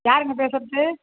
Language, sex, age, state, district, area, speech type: Tamil, female, 45-60, Tamil Nadu, Kallakurichi, rural, conversation